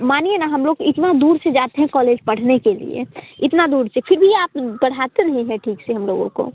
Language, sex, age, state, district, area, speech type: Hindi, female, 18-30, Bihar, Muzaffarpur, rural, conversation